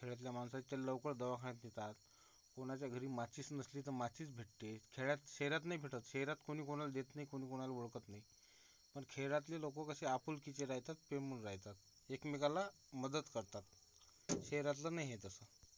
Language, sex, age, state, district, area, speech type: Marathi, male, 30-45, Maharashtra, Akola, urban, spontaneous